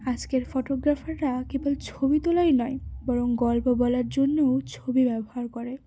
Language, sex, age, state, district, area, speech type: Bengali, female, 18-30, West Bengal, Cooch Behar, urban, spontaneous